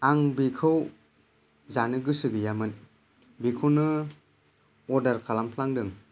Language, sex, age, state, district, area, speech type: Bodo, male, 18-30, Assam, Kokrajhar, rural, spontaneous